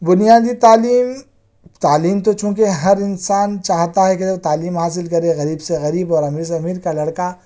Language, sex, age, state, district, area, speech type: Urdu, male, 30-45, Telangana, Hyderabad, urban, spontaneous